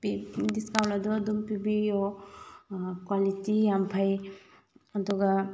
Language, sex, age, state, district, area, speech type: Manipuri, female, 30-45, Manipur, Thoubal, rural, spontaneous